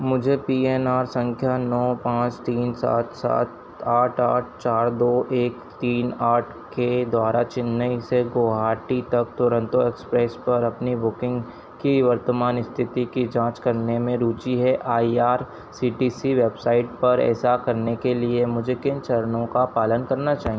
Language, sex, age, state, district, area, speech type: Hindi, male, 30-45, Madhya Pradesh, Harda, urban, read